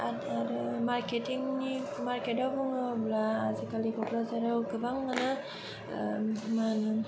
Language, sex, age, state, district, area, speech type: Bodo, female, 30-45, Assam, Kokrajhar, urban, spontaneous